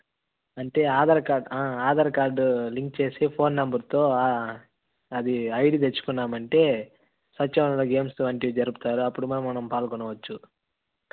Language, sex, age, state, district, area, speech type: Telugu, male, 18-30, Andhra Pradesh, Sri Balaji, rural, conversation